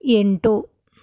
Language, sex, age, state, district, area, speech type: Kannada, female, 30-45, Karnataka, Mandya, rural, read